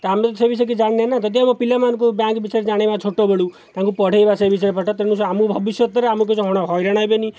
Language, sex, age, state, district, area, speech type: Odia, male, 45-60, Odisha, Jajpur, rural, spontaneous